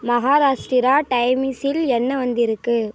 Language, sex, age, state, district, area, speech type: Tamil, female, 18-30, Tamil Nadu, Ariyalur, rural, read